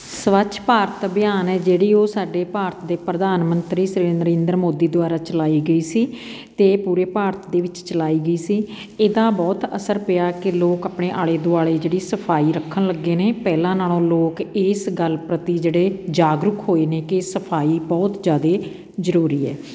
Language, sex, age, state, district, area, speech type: Punjabi, female, 45-60, Punjab, Patiala, rural, spontaneous